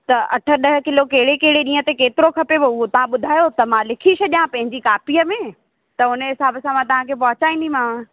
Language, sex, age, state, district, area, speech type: Sindhi, female, 18-30, Madhya Pradesh, Katni, rural, conversation